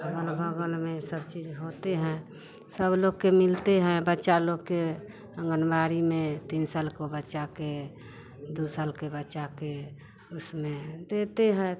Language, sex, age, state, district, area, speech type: Hindi, female, 45-60, Bihar, Vaishali, rural, spontaneous